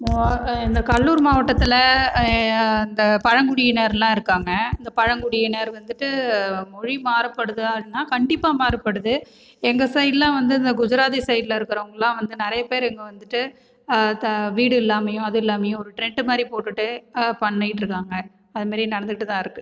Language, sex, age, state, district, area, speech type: Tamil, female, 45-60, Tamil Nadu, Cuddalore, rural, spontaneous